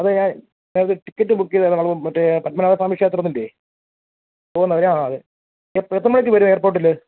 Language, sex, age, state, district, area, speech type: Malayalam, male, 30-45, Kerala, Pathanamthitta, rural, conversation